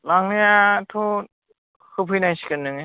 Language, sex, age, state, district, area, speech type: Bodo, male, 18-30, Assam, Kokrajhar, rural, conversation